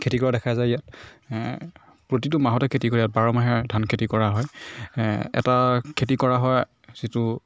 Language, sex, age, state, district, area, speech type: Assamese, male, 45-60, Assam, Morigaon, rural, spontaneous